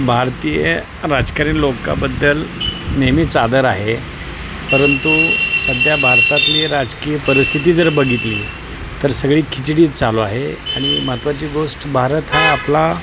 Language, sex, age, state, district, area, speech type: Marathi, male, 45-60, Maharashtra, Osmanabad, rural, spontaneous